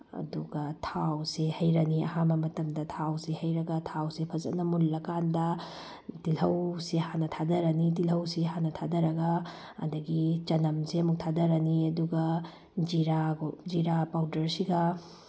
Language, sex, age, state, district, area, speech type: Manipuri, female, 30-45, Manipur, Tengnoupal, rural, spontaneous